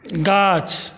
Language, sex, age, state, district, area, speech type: Maithili, male, 60+, Bihar, Saharsa, rural, read